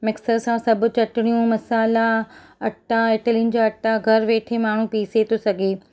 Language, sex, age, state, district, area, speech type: Sindhi, female, 30-45, Maharashtra, Mumbai Suburban, urban, spontaneous